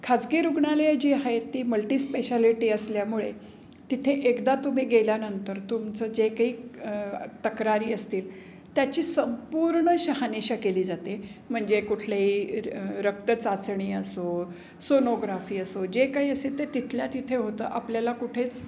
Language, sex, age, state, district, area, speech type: Marathi, female, 60+, Maharashtra, Pune, urban, spontaneous